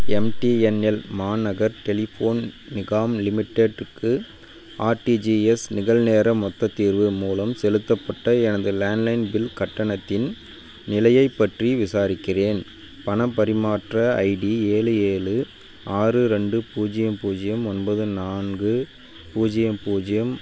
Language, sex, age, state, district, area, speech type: Tamil, male, 18-30, Tamil Nadu, Dharmapuri, rural, read